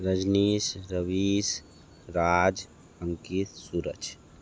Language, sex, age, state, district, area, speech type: Hindi, male, 45-60, Uttar Pradesh, Sonbhadra, rural, spontaneous